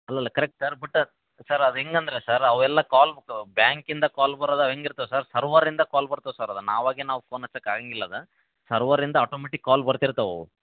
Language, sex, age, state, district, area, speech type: Kannada, male, 18-30, Karnataka, Koppal, rural, conversation